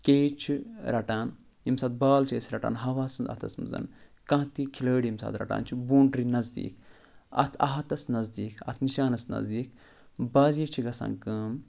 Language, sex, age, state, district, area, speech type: Kashmiri, male, 45-60, Jammu and Kashmir, Budgam, rural, spontaneous